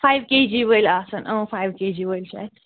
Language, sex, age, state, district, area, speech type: Kashmiri, female, 18-30, Jammu and Kashmir, Srinagar, urban, conversation